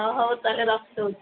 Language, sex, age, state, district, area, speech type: Odia, female, 30-45, Odisha, Sundergarh, urban, conversation